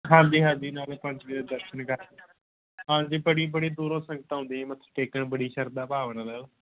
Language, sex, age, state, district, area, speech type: Punjabi, male, 18-30, Punjab, Patiala, rural, conversation